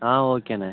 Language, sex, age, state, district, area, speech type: Tamil, male, 18-30, Tamil Nadu, Ariyalur, rural, conversation